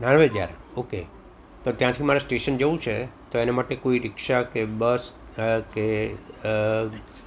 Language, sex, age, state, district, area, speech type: Gujarati, male, 60+, Gujarat, Anand, urban, spontaneous